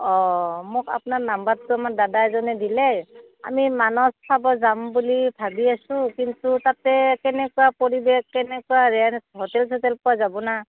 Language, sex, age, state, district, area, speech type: Assamese, female, 45-60, Assam, Barpeta, rural, conversation